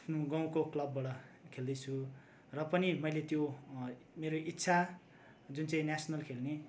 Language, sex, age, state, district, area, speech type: Nepali, male, 30-45, West Bengal, Darjeeling, rural, spontaneous